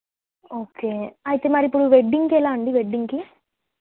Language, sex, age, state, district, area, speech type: Telugu, female, 18-30, Telangana, Peddapalli, urban, conversation